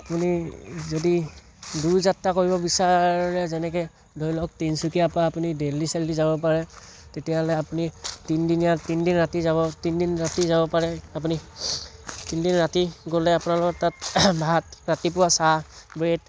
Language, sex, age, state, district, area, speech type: Assamese, male, 18-30, Assam, Tinsukia, rural, spontaneous